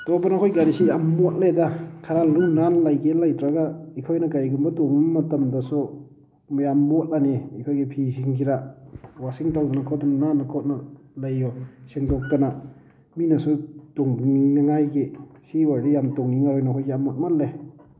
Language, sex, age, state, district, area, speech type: Manipuri, male, 30-45, Manipur, Thoubal, rural, spontaneous